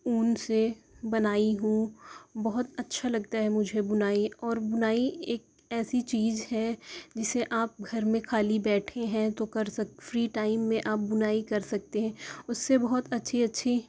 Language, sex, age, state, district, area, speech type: Urdu, female, 18-30, Uttar Pradesh, Mirzapur, rural, spontaneous